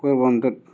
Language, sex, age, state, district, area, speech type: Odia, male, 45-60, Odisha, Balangir, urban, spontaneous